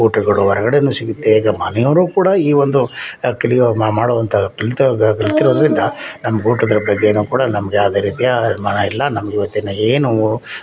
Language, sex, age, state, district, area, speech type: Kannada, male, 60+, Karnataka, Mysore, urban, spontaneous